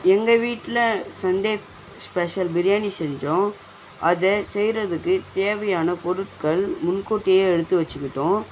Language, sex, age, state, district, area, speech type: Tamil, male, 30-45, Tamil Nadu, Viluppuram, rural, spontaneous